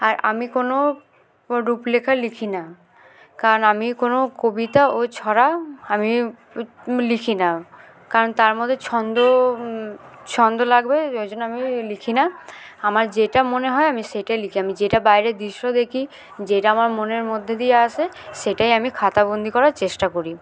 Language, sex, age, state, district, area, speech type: Bengali, female, 18-30, West Bengal, Hooghly, urban, spontaneous